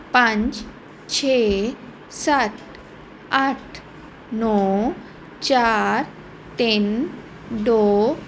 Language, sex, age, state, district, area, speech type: Punjabi, female, 30-45, Punjab, Fazilka, rural, spontaneous